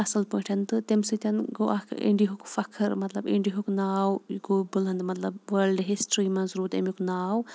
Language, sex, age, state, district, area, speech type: Kashmiri, female, 30-45, Jammu and Kashmir, Kulgam, rural, spontaneous